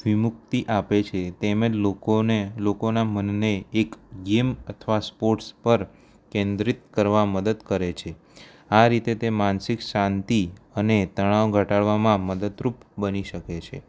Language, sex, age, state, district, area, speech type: Gujarati, male, 18-30, Gujarat, Kheda, rural, spontaneous